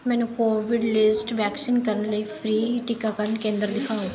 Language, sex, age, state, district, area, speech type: Punjabi, female, 30-45, Punjab, Bathinda, rural, read